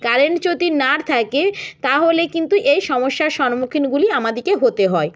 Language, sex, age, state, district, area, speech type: Bengali, female, 60+, West Bengal, Nadia, rural, spontaneous